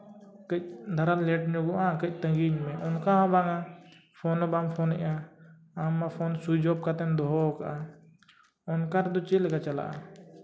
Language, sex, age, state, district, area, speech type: Santali, male, 18-30, Jharkhand, East Singhbhum, rural, spontaneous